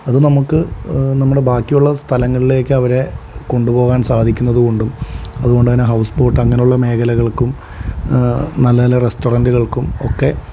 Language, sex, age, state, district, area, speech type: Malayalam, male, 30-45, Kerala, Alappuzha, rural, spontaneous